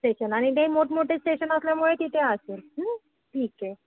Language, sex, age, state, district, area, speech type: Marathi, female, 45-60, Maharashtra, Ratnagiri, rural, conversation